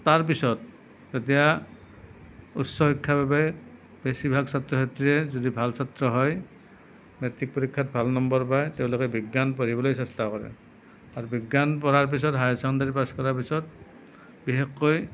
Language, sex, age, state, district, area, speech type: Assamese, male, 45-60, Assam, Nalbari, rural, spontaneous